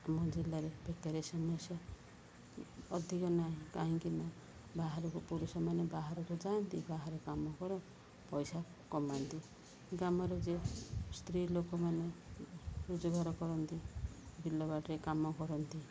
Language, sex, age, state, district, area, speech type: Odia, female, 45-60, Odisha, Ganjam, urban, spontaneous